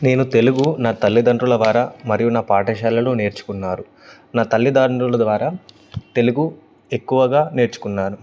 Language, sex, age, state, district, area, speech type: Telugu, male, 18-30, Telangana, Karimnagar, rural, spontaneous